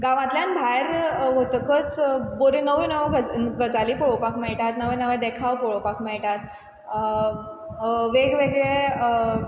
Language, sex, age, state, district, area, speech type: Goan Konkani, female, 18-30, Goa, Quepem, rural, spontaneous